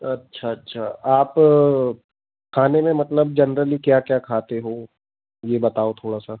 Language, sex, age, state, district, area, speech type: Hindi, male, 30-45, Madhya Pradesh, Jabalpur, urban, conversation